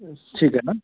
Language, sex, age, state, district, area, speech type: Marathi, male, 18-30, Maharashtra, Nagpur, urban, conversation